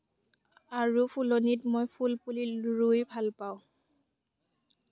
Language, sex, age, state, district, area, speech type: Assamese, female, 18-30, Assam, Kamrup Metropolitan, rural, spontaneous